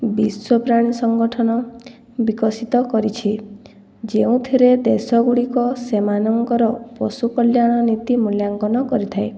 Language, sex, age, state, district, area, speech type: Odia, female, 18-30, Odisha, Boudh, rural, spontaneous